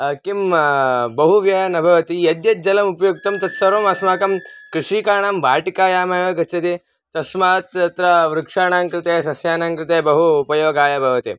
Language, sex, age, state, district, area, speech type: Sanskrit, male, 18-30, Karnataka, Davanagere, rural, spontaneous